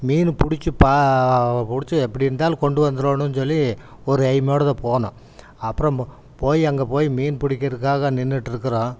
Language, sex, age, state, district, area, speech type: Tamil, male, 60+, Tamil Nadu, Coimbatore, urban, spontaneous